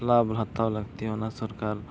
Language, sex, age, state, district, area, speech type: Santali, male, 18-30, Jharkhand, East Singhbhum, rural, spontaneous